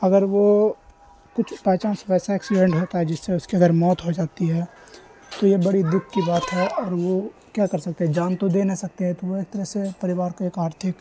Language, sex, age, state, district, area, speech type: Urdu, male, 18-30, Bihar, Khagaria, rural, spontaneous